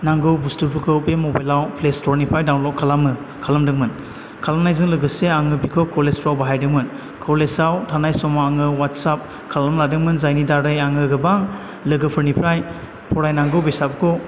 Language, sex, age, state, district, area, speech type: Bodo, male, 30-45, Assam, Chirang, rural, spontaneous